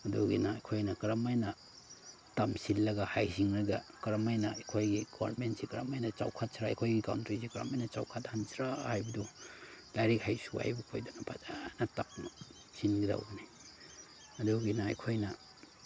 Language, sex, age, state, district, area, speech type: Manipuri, male, 30-45, Manipur, Chandel, rural, spontaneous